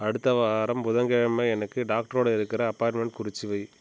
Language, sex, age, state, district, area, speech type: Tamil, male, 30-45, Tamil Nadu, Tiruchirappalli, rural, read